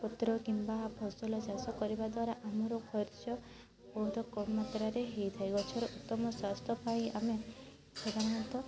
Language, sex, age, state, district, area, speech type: Odia, female, 18-30, Odisha, Mayurbhanj, rural, spontaneous